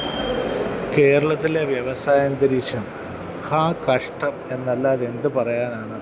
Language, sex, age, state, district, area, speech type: Malayalam, male, 45-60, Kerala, Kottayam, urban, spontaneous